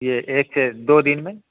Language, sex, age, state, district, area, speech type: Hindi, male, 30-45, Bihar, Darbhanga, rural, conversation